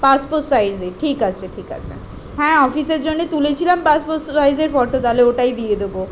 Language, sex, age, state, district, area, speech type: Bengali, female, 18-30, West Bengal, Kolkata, urban, spontaneous